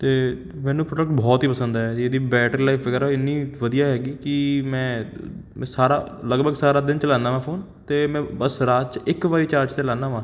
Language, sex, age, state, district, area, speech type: Punjabi, male, 18-30, Punjab, Kapurthala, urban, spontaneous